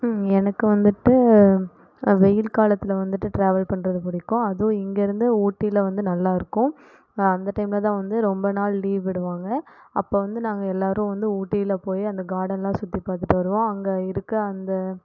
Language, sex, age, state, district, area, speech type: Tamil, female, 18-30, Tamil Nadu, Erode, rural, spontaneous